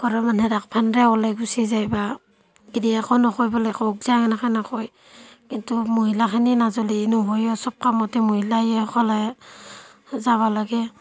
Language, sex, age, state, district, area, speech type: Assamese, female, 30-45, Assam, Barpeta, rural, spontaneous